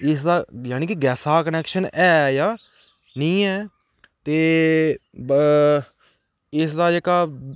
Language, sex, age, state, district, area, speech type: Dogri, male, 18-30, Jammu and Kashmir, Udhampur, rural, spontaneous